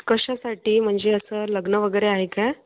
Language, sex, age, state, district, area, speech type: Marathi, female, 30-45, Maharashtra, Wardha, rural, conversation